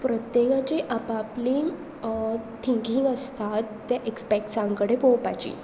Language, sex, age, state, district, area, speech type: Goan Konkani, female, 18-30, Goa, Pernem, rural, spontaneous